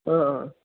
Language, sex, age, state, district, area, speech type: Malayalam, male, 18-30, Kerala, Idukki, rural, conversation